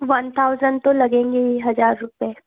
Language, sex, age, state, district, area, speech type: Hindi, female, 30-45, Madhya Pradesh, Gwalior, rural, conversation